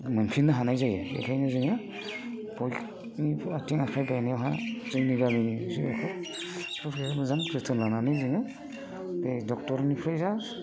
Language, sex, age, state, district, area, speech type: Bodo, male, 45-60, Assam, Udalguri, rural, spontaneous